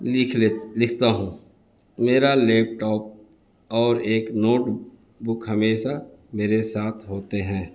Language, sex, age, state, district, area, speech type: Urdu, male, 60+, Bihar, Gaya, urban, spontaneous